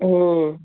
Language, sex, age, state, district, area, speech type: Kannada, female, 60+, Karnataka, Gulbarga, urban, conversation